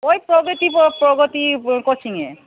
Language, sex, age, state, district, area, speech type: Bengali, female, 45-60, West Bengal, Darjeeling, urban, conversation